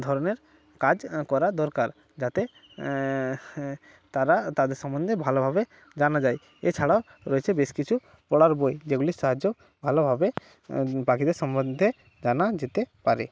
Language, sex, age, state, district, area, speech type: Bengali, male, 45-60, West Bengal, Hooghly, urban, spontaneous